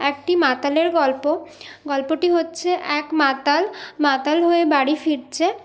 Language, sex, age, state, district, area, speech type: Bengali, female, 30-45, West Bengal, Purulia, urban, spontaneous